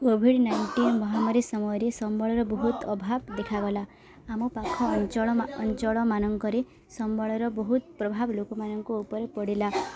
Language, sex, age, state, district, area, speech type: Odia, female, 18-30, Odisha, Subarnapur, urban, spontaneous